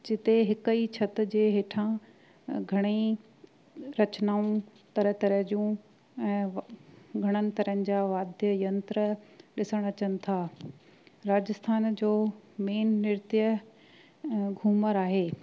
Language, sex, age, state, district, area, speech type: Sindhi, female, 45-60, Rajasthan, Ajmer, urban, spontaneous